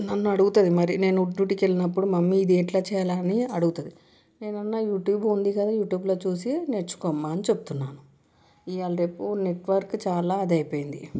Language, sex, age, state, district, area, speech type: Telugu, female, 30-45, Telangana, Medchal, urban, spontaneous